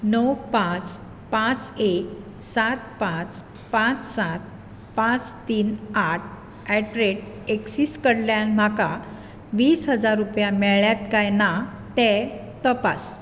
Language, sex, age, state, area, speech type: Goan Konkani, female, 45-60, Maharashtra, urban, read